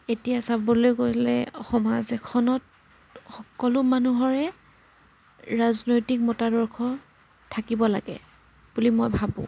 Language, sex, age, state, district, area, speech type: Assamese, female, 18-30, Assam, Jorhat, urban, spontaneous